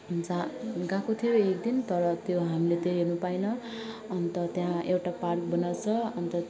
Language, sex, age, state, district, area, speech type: Nepali, female, 30-45, West Bengal, Alipurduar, urban, spontaneous